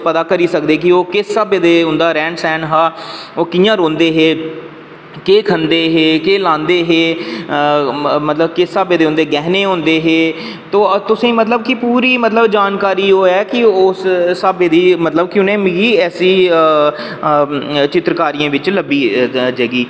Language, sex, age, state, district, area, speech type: Dogri, male, 18-30, Jammu and Kashmir, Reasi, rural, spontaneous